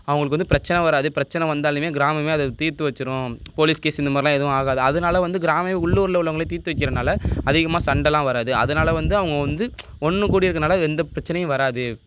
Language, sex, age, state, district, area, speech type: Tamil, male, 18-30, Tamil Nadu, Nagapattinam, rural, spontaneous